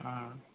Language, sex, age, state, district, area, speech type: Assamese, male, 45-60, Assam, Golaghat, urban, conversation